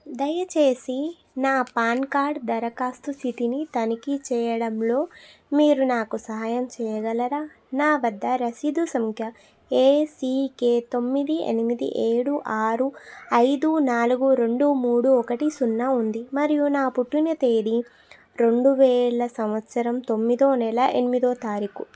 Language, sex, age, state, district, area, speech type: Telugu, female, 18-30, Telangana, Suryapet, urban, read